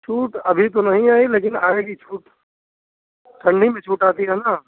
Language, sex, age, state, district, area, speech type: Hindi, male, 60+, Uttar Pradesh, Ayodhya, rural, conversation